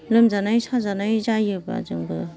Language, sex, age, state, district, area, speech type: Bodo, female, 45-60, Assam, Kokrajhar, urban, spontaneous